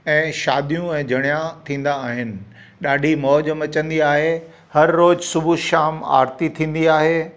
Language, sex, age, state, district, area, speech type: Sindhi, male, 60+, Gujarat, Kutch, rural, spontaneous